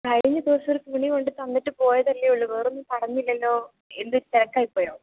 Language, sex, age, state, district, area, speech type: Malayalam, female, 18-30, Kerala, Idukki, rural, conversation